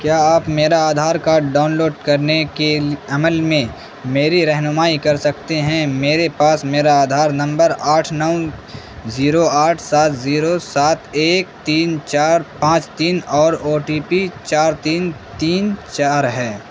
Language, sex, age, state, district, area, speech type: Urdu, male, 18-30, Bihar, Saharsa, rural, read